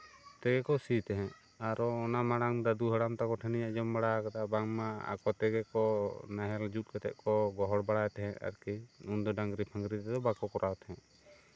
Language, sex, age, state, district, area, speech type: Santali, male, 18-30, West Bengal, Bankura, rural, spontaneous